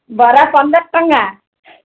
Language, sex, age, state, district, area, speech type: Odia, female, 60+, Odisha, Gajapati, rural, conversation